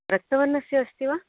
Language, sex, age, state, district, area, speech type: Sanskrit, female, 45-60, Karnataka, Dakshina Kannada, urban, conversation